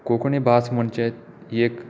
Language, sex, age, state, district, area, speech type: Goan Konkani, male, 18-30, Goa, Tiswadi, rural, spontaneous